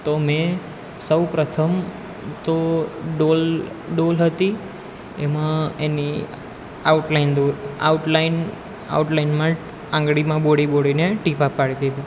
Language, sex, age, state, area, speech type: Gujarati, male, 18-30, Gujarat, urban, spontaneous